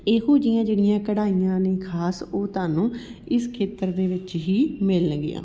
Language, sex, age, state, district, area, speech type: Punjabi, female, 30-45, Punjab, Patiala, urban, spontaneous